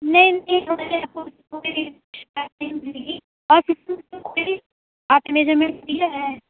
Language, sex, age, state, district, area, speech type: Urdu, female, 18-30, Uttar Pradesh, Mau, urban, conversation